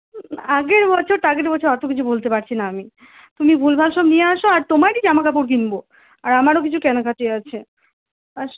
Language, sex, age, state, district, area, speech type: Bengali, female, 18-30, West Bengal, Purulia, rural, conversation